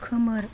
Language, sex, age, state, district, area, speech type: Bodo, female, 30-45, Assam, Kokrajhar, rural, read